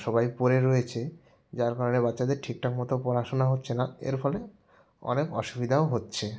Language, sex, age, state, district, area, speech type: Bengali, male, 18-30, West Bengal, Jalpaiguri, rural, spontaneous